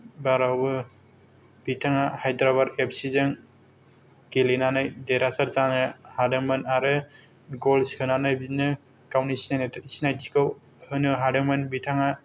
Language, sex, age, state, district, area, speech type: Bodo, male, 18-30, Assam, Kokrajhar, rural, spontaneous